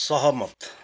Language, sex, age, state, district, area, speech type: Nepali, male, 45-60, West Bengal, Kalimpong, rural, read